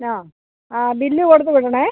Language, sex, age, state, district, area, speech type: Malayalam, female, 45-60, Kerala, Alappuzha, rural, conversation